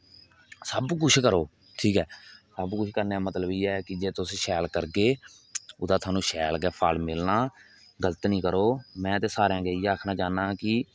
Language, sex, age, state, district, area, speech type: Dogri, male, 18-30, Jammu and Kashmir, Kathua, rural, spontaneous